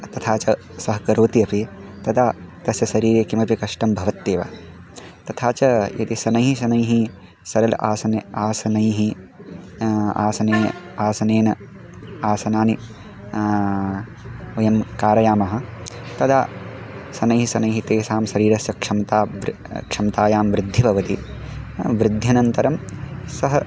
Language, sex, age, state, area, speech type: Sanskrit, male, 18-30, Uttarakhand, rural, spontaneous